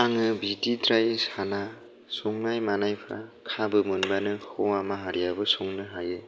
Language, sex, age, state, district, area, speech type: Bodo, male, 30-45, Assam, Kokrajhar, rural, spontaneous